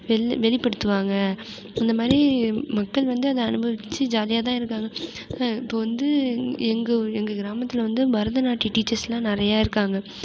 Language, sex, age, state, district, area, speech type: Tamil, female, 18-30, Tamil Nadu, Mayiladuthurai, urban, spontaneous